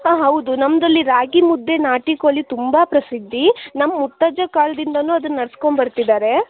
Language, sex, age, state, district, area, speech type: Kannada, female, 18-30, Karnataka, Shimoga, urban, conversation